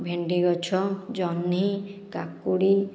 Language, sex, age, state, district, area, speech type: Odia, female, 18-30, Odisha, Khordha, rural, spontaneous